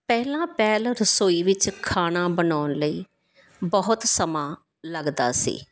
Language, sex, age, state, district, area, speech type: Punjabi, female, 45-60, Punjab, Tarn Taran, urban, spontaneous